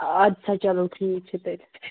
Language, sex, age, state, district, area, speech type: Kashmiri, female, 18-30, Jammu and Kashmir, Bandipora, urban, conversation